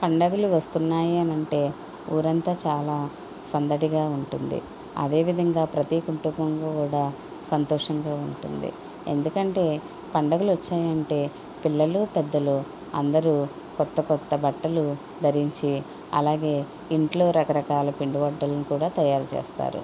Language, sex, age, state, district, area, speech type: Telugu, female, 45-60, Andhra Pradesh, Konaseema, rural, spontaneous